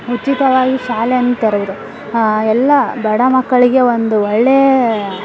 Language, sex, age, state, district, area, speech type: Kannada, female, 18-30, Karnataka, Koppal, rural, spontaneous